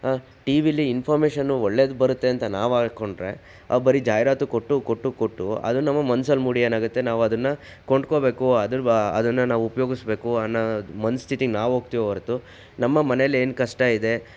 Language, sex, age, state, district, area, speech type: Kannada, male, 60+, Karnataka, Chitradurga, rural, spontaneous